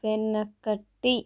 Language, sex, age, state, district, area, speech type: Telugu, female, 18-30, Andhra Pradesh, East Godavari, rural, read